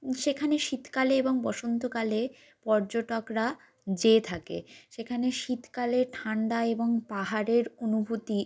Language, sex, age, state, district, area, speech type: Bengali, female, 18-30, West Bengal, North 24 Parganas, rural, spontaneous